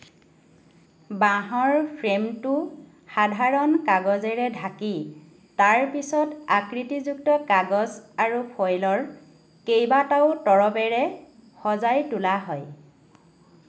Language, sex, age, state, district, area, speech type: Assamese, female, 45-60, Assam, Lakhimpur, rural, read